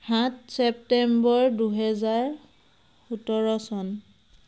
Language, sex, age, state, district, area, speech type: Assamese, female, 30-45, Assam, Sivasagar, rural, spontaneous